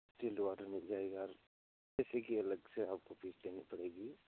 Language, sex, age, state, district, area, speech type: Hindi, male, 18-30, Rajasthan, Nagaur, rural, conversation